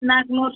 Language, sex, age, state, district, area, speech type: Kannada, female, 18-30, Karnataka, Bidar, urban, conversation